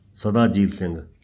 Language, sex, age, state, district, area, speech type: Punjabi, male, 60+, Punjab, Amritsar, urban, spontaneous